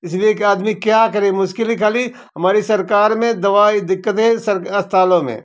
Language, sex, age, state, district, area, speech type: Hindi, male, 60+, Uttar Pradesh, Jaunpur, rural, spontaneous